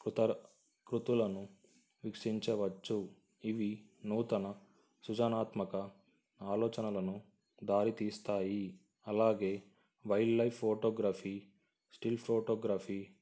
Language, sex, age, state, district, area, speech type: Telugu, male, 18-30, Andhra Pradesh, Sri Satya Sai, urban, spontaneous